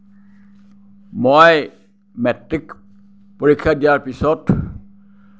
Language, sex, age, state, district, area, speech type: Assamese, male, 60+, Assam, Kamrup Metropolitan, urban, spontaneous